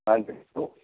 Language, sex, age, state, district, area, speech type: Hindi, male, 60+, Madhya Pradesh, Gwalior, rural, conversation